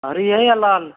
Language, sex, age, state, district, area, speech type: Hindi, male, 45-60, Rajasthan, Karauli, rural, conversation